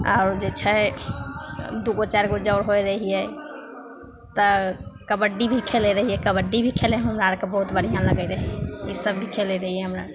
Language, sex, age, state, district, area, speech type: Maithili, female, 18-30, Bihar, Begusarai, urban, spontaneous